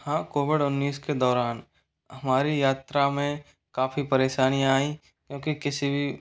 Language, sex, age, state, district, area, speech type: Hindi, male, 45-60, Rajasthan, Jaipur, urban, spontaneous